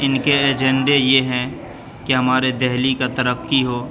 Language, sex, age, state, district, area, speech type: Urdu, male, 30-45, Delhi, Central Delhi, urban, spontaneous